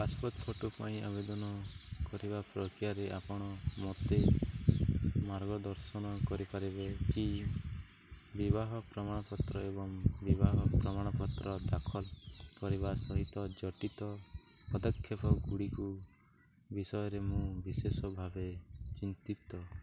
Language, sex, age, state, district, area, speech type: Odia, male, 18-30, Odisha, Nuapada, urban, read